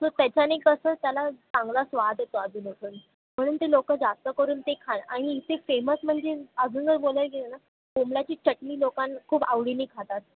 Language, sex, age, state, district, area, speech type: Marathi, female, 18-30, Maharashtra, Thane, urban, conversation